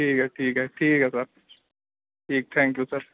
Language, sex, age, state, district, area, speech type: Urdu, male, 18-30, Delhi, South Delhi, urban, conversation